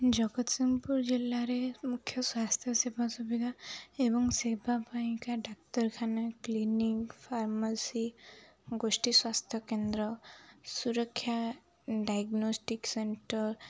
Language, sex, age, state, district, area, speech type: Odia, female, 18-30, Odisha, Jagatsinghpur, urban, spontaneous